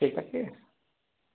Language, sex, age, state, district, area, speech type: Bengali, male, 45-60, West Bengal, Darjeeling, rural, conversation